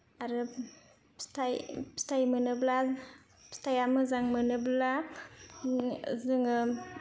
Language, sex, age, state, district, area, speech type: Bodo, female, 18-30, Assam, Kokrajhar, rural, spontaneous